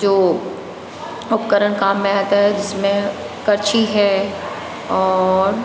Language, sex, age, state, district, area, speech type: Hindi, female, 60+, Rajasthan, Jodhpur, urban, spontaneous